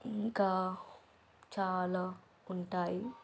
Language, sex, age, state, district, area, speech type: Telugu, female, 18-30, Telangana, Nirmal, rural, spontaneous